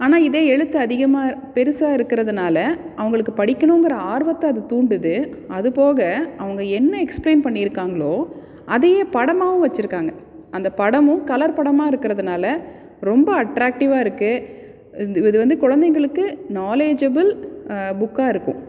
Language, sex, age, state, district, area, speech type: Tamil, female, 30-45, Tamil Nadu, Salem, urban, spontaneous